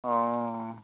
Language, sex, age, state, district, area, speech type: Assamese, male, 45-60, Assam, Majuli, rural, conversation